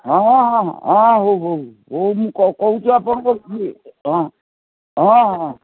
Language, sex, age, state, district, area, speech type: Odia, male, 60+, Odisha, Gajapati, rural, conversation